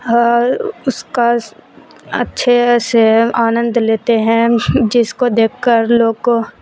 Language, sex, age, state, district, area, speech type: Urdu, female, 30-45, Bihar, Supaul, urban, spontaneous